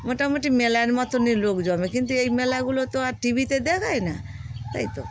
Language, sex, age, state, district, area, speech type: Bengali, female, 60+, West Bengal, Darjeeling, rural, spontaneous